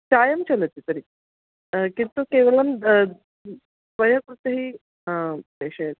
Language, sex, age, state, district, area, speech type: Sanskrit, female, 45-60, Maharashtra, Nagpur, urban, conversation